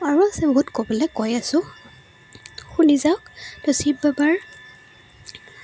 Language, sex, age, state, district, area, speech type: Assamese, female, 18-30, Assam, Goalpara, urban, spontaneous